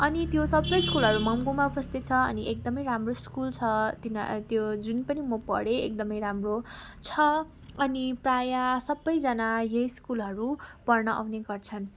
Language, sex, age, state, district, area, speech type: Nepali, female, 18-30, West Bengal, Darjeeling, rural, spontaneous